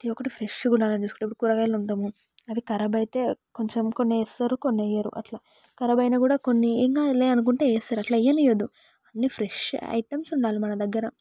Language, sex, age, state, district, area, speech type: Telugu, female, 18-30, Telangana, Yadadri Bhuvanagiri, rural, spontaneous